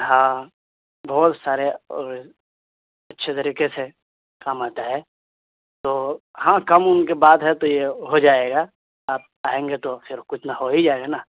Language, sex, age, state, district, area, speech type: Urdu, male, 18-30, Bihar, Purnia, rural, conversation